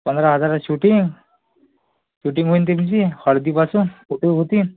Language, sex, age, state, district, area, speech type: Marathi, male, 18-30, Maharashtra, Amravati, urban, conversation